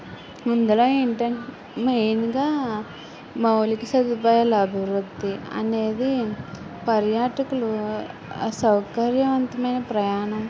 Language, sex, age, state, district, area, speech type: Telugu, female, 18-30, Andhra Pradesh, Eluru, rural, spontaneous